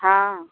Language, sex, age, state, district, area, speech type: Hindi, female, 45-60, Bihar, Samastipur, rural, conversation